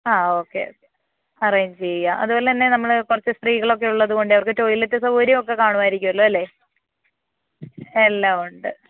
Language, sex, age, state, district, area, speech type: Malayalam, female, 18-30, Kerala, Pathanamthitta, rural, conversation